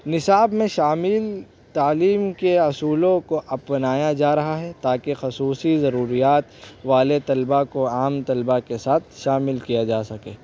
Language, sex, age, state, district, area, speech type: Urdu, male, 18-30, Delhi, North West Delhi, urban, spontaneous